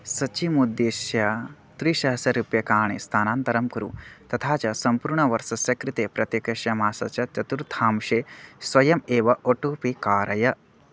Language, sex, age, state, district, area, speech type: Sanskrit, male, 18-30, Odisha, Bargarh, rural, read